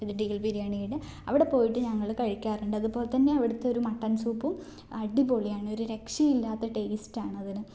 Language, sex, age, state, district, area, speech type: Malayalam, female, 18-30, Kerala, Kannur, rural, spontaneous